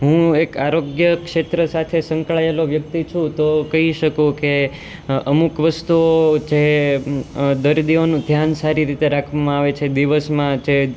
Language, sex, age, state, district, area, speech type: Gujarati, male, 18-30, Gujarat, Surat, urban, spontaneous